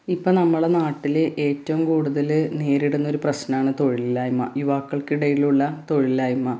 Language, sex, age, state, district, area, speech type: Malayalam, female, 30-45, Kerala, Malappuram, rural, spontaneous